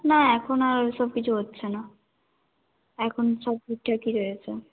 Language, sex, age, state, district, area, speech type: Bengali, female, 18-30, West Bengal, North 24 Parganas, rural, conversation